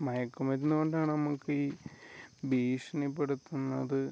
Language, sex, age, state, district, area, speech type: Malayalam, male, 18-30, Kerala, Wayanad, rural, spontaneous